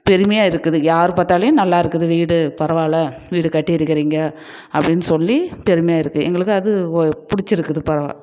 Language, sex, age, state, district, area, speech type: Tamil, female, 45-60, Tamil Nadu, Dharmapuri, rural, spontaneous